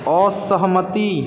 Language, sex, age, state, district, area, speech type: Maithili, male, 18-30, Bihar, Saharsa, rural, read